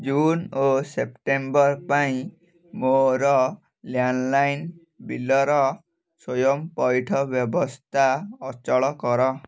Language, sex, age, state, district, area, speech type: Odia, male, 18-30, Odisha, Kalahandi, rural, read